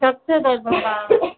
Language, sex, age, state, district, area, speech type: Hindi, female, 45-60, Uttar Pradesh, Ayodhya, rural, conversation